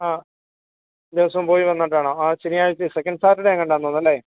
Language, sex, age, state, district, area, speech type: Malayalam, male, 30-45, Kerala, Kollam, rural, conversation